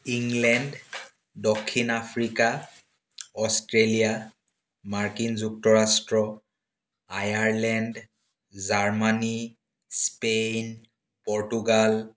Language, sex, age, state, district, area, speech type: Assamese, male, 30-45, Assam, Dibrugarh, rural, spontaneous